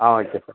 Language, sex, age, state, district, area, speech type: Tamil, male, 18-30, Tamil Nadu, Perambalur, urban, conversation